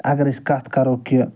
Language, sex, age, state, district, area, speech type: Kashmiri, male, 45-60, Jammu and Kashmir, Srinagar, rural, spontaneous